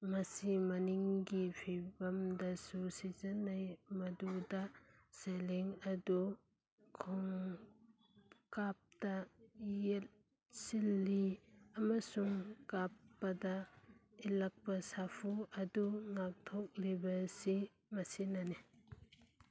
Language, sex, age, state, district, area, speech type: Manipuri, female, 30-45, Manipur, Churachandpur, rural, read